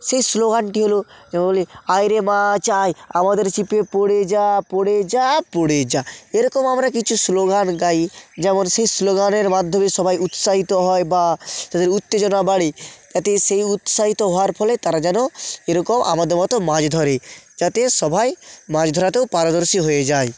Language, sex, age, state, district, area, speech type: Bengali, male, 30-45, West Bengal, North 24 Parganas, rural, spontaneous